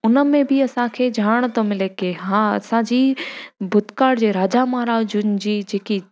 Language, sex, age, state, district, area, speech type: Sindhi, female, 18-30, Gujarat, Junagadh, rural, spontaneous